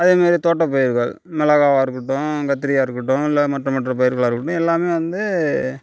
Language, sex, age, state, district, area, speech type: Tamil, female, 30-45, Tamil Nadu, Tiruvarur, urban, spontaneous